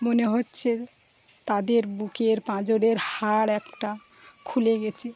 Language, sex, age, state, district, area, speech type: Bengali, female, 30-45, West Bengal, Birbhum, urban, spontaneous